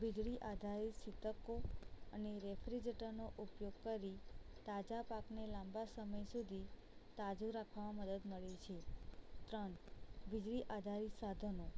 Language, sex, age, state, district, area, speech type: Gujarati, female, 18-30, Gujarat, Anand, rural, spontaneous